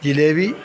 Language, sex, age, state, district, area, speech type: Malayalam, male, 60+, Kerala, Idukki, rural, spontaneous